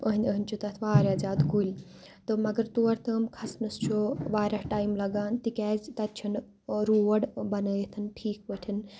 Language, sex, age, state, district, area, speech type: Kashmiri, female, 18-30, Jammu and Kashmir, Kupwara, rural, spontaneous